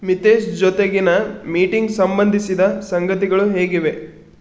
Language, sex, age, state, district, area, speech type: Kannada, male, 30-45, Karnataka, Bidar, urban, read